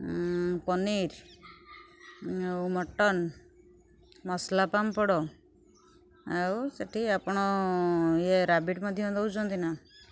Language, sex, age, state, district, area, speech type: Odia, female, 60+, Odisha, Kendujhar, urban, spontaneous